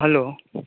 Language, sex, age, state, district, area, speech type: Maithili, male, 60+, Bihar, Saharsa, urban, conversation